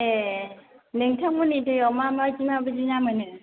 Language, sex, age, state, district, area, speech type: Bodo, female, 18-30, Assam, Chirang, rural, conversation